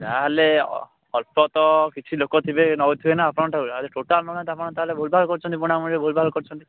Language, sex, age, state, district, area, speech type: Odia, male, 18-30, Odisha, Jagatsinghpur, urban, conversation